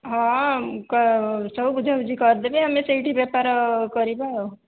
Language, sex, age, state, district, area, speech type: Odia, female, 30-45, Odisha, Khordha, rural, conversation